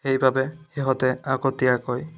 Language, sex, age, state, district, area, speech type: Assamese, male, 30-45, Assam, Biswanath, rural, spontaneous